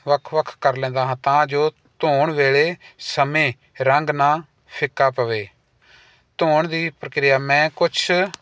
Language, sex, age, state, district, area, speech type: Punjabi, male, 45-60, Punjab, Jalandhar, urban, spontaneous